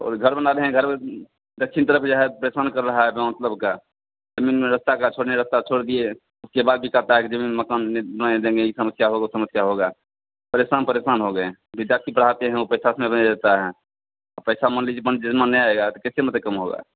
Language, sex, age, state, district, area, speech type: Hindi, male, 45-60, Bihar, Begusarai, rural, conversation